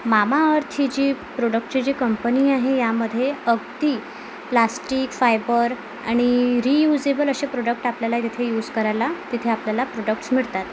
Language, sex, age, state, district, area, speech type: Marathi, female, 18-30, Maharashtra, Amravati, urban, spontaneous